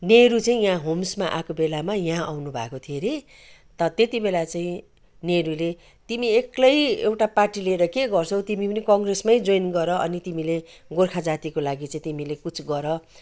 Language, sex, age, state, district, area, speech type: Nepali, female, 60+, West Bengal, Kalimpong, rural, spontaneous